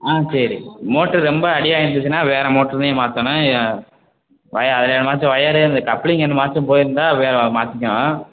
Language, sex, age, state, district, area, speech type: Tamil, male, 30-45, Tamil Nadu, Sivaganga, rural, conversation